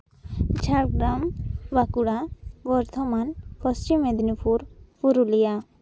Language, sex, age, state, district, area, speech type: Santali, female, 18-30, West Bengal, Jhargram, rural, spontaneous